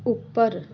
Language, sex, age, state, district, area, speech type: Punjabi, female, 30-45, Punjab, Pathankot, rural, read